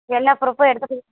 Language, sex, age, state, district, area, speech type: Tamil, female, 30-45, Tamil Nadu, Tirupattur, rural, conversation